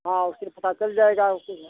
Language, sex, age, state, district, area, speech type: Hindi, male, 60+, Uttar Pradesh, Mirzapur, urban, conversation